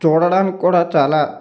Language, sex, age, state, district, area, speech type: Telugu, male, 18-30, Andhra Pradesh, Konaseema, rural, spontaneous